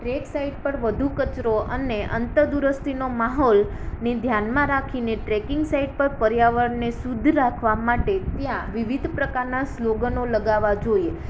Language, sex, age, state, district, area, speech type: Gujarati, female, 18-30, Gujarat, Ahmedabad, urban, spontaneous